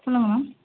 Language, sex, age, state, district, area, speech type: Tamil, female, 30-45, Tamil Nadu, Tiruvarur, urban, conversation